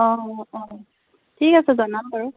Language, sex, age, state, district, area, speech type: Assamese, female, 45-60, Assam, Dibrugarh, rural, conversation